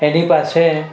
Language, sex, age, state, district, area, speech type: Gujarati, male, 60+, Gujarat, Valsad, urban, spontaneous